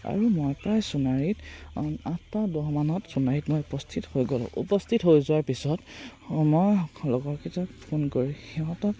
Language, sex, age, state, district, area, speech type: Assamese, male, 18-30, Assam, Charaideo, rural, spontaneous